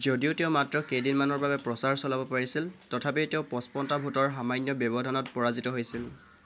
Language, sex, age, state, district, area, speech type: Assamese, male, 18-30, Assam, Tinsukia, urban, read